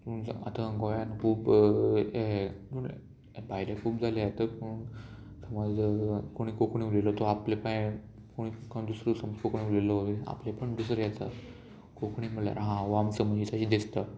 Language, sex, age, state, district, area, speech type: Goan Konkani, male, 18-30, Goa, Murmgao, rural, spontaneous